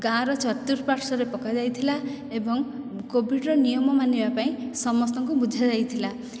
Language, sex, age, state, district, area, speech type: Odia, female, 30-45, Odisha, Dhenkanal, rural, spontaneous